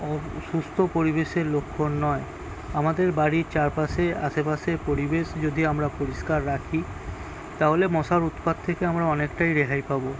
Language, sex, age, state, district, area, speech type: Bengali, male, 45-60, West Bengal, Birbhum, urban, spontaneous